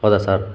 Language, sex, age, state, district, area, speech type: Kannada, male, 18-30, Karnataka, Shimoga, urban, spontaneous